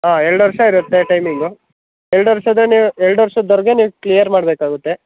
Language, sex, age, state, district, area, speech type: Kannada, male, 18-30, Karnataka, Mysore, rural, conversation